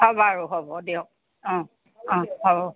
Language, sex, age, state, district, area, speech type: Assamese, female, 60+, Assam, Tinsukia, rural, conversation